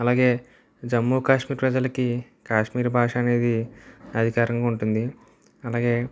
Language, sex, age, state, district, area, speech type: Telugu, male, 18-30, Andhra Pradesh, Eluru, rural, spontaneous